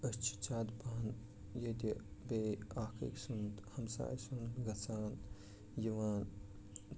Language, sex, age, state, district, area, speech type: Kashmiri, male, 45-60, Jammu and Kashmir, Ganderbal, rural, spontaneous